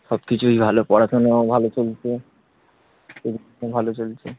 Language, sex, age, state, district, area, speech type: Bengali, male, 18-30, West Bengal, Darjeeling, urban, conversation